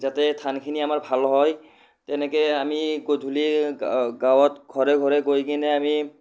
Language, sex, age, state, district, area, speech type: Assamese, female, 60+, Assam, Kamrup Metropolitan, urban, spontaneous